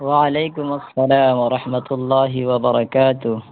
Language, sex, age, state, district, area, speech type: Urdu, male, 30-45, Bihar, East Champaran, urban, conversation